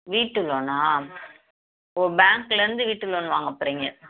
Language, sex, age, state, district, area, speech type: Tamil, female, 30-45, Tamil Nadu, Madurai, urban, conversation